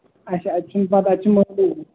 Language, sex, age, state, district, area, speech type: Kashmiri, male, 18-30, Jammu and Kashmir, Ganderbal, rural, conversation